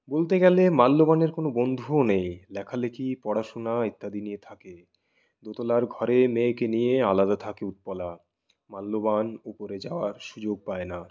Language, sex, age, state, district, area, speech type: Bengali, male, 18-30, West Bengal, Purulia, urban, spontaneous